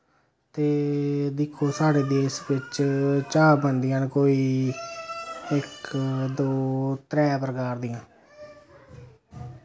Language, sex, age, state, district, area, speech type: Dogri, male, 30-45, Jammu and Kashmir, Reasi, rural, spontaneous